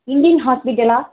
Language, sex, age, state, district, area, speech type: Tamil, female, 18-30, Tamil Nadu, Kanchipuram, urban, conversation